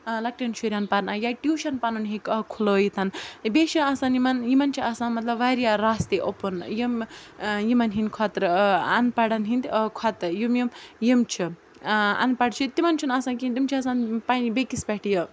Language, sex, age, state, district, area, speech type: Kashmiri, female, 30-45, Jammu and Kashmir, Ganderbal, rural, spontaneous